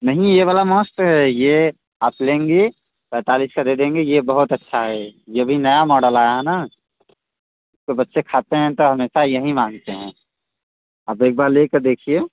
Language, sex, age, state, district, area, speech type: Hindi, male, 18-30, Uttar Pradesh, Mirzapur, rural, conversation